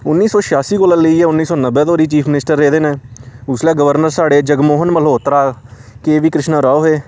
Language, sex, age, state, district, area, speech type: Dogri, male, 18-30, Jammu and Kashmir, Samba, rural, spontaneous